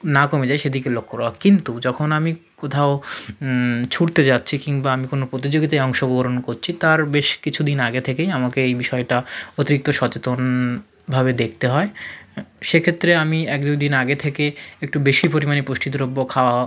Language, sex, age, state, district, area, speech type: Bengali, male, 45-60, West Bengal, South 24 Parganas, rural, spontaneous